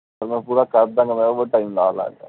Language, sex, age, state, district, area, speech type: Punjabi, male, 18-30, Punjab, Fazilka, rural, conversation